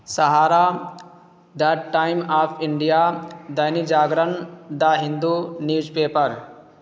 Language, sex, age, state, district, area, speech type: Urdu, male, 18-30, Uttar Pradesh, Balrampur, rural, spontaneous